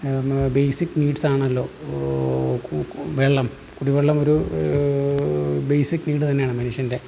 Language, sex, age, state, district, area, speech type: Malayalam, male, 30-45, Kerala, Alappuzha, rural, spontaneous